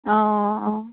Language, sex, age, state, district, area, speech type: Assamese, female, 30-45, Assam, Dhemaji, rural, conversation